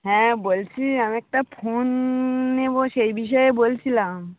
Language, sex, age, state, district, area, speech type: Bengali, female, 30-45, West Bengal, Birbhum, urban, conversation